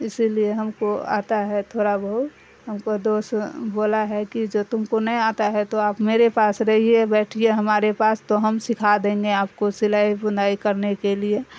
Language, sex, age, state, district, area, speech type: Urdu, female, 45-60, Bihar, Darbhanga, rural, spontaneous